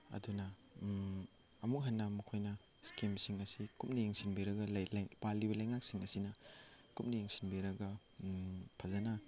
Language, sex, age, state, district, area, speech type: Manipuri, male, 18-30, Manipur, Chandel, rural, spontaneous